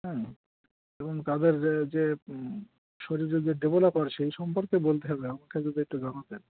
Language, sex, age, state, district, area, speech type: Bengali, male, 45-60, West Bengal, Cooch Behar, urban, conversation